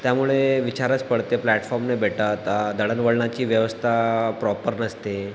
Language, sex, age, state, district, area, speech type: Marathi, male, 18-30, Maharashtra, Washim, rural, spontaneous